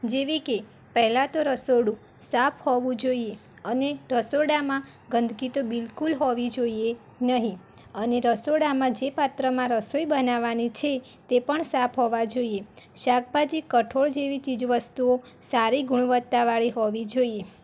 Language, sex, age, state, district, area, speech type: Gujarati, female, 18-30, Gujarat, Mehsana, rural, spontaneous